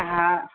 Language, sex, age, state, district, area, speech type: Sindhi, female, 45-60, Uttar Pradesh, Lucknow, rural, conversation